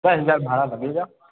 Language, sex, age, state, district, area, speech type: Hindi, male, 18-30, Uttar Pradesh, Jaunpur, urban, conversation